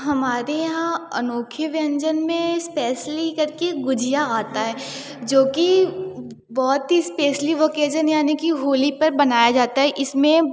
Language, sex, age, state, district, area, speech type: Hindi, female, 18-30, Uttar Pradesh, Varanasi, urban, spontaneous